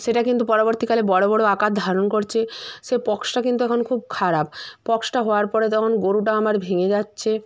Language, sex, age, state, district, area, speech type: Bengali, female, 45-60, West Bengal, Purba Medinipur, rural, spontaneous